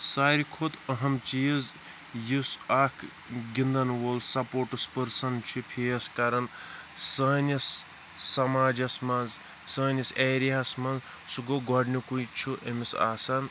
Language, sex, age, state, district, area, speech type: Kashmiri, male, 30-45, Jammu and Kashmir, Shopian, rural, spontaneous